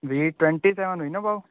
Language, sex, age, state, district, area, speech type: Sindhi, male, 18-30, Madhya Pradesh, Katni, urban, conversation